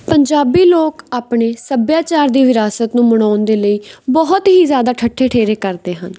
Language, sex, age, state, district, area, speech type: Punjabi, female, 18-30, Punjab, Patiala, rural, spontaneous